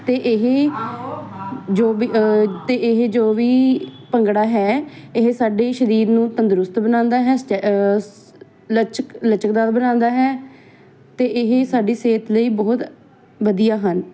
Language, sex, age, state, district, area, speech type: Punjabi, female, 18-30, Punjab, Ludhiana, urban, spontaneous